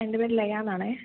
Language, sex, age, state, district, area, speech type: Malayalam, female, 18-30, Kerala, Wayanad, rural, conversation